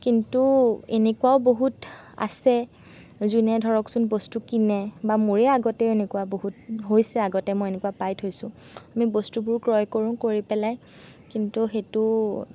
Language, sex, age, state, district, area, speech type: Assamese, female, 18-30, Assam, Sonitpur, rural, spontaneous